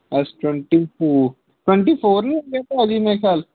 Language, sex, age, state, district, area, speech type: Punjabi, male, 18-30, Punjab, Patiala, urban, conversation